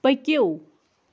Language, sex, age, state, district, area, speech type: Kashmiri, female, 30-45, Jammu and Kashmir, Anantnag, rural, read